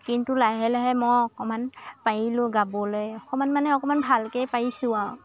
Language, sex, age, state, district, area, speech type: Assamese, female, 18-30, Assam, Lakhimpur, rural, spontaneous